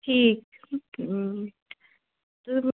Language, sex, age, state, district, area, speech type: Kashmiri, female, 18-30, Jammu and Kashmir, Kupwara, rural, conversation